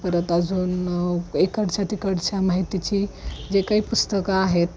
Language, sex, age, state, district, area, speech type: Marathi, female, 18-30, Maharashtra, Osmanabad, rural, spontaneous